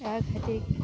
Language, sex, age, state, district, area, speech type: Maithili, female, 30-45, Bihar, Araria, rural, spontaneous